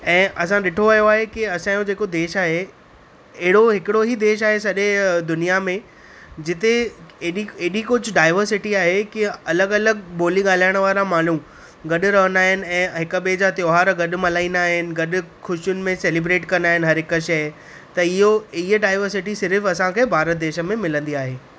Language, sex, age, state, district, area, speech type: Sindhi, female, 45-60, Maharashtra, Thane, urban, spontaneous